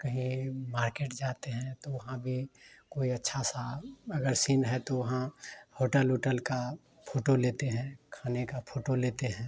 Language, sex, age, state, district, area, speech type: Hindi, male, 30-45, Bihar, Madhepura, rural, spontaneous